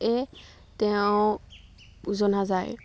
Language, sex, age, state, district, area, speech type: Assamese, female, 18-30, Assam, Golaghat, urban, spontaneous